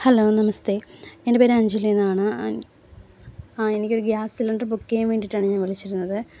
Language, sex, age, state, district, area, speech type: Malayalam, female, 30-45, Kerala, Ernakulam, rural, spontaneous